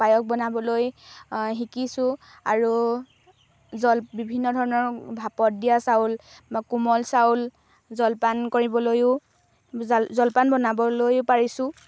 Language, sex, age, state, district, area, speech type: Assamese, female, 18-30, Assam, Dhemaji, rural, spontaneous